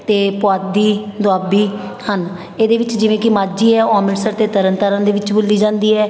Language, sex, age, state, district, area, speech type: Punjabi, female, 30-45, Punjab, Patiala, urban, spontaneous